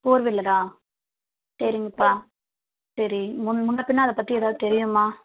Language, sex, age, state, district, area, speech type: Tamil, female, 18-30, Tamil Nadu, Madurai, rural, conversation